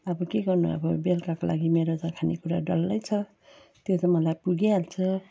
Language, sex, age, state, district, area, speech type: Nepali, female, 45-60, West Bengal, Darjeeling, rural, spontaneous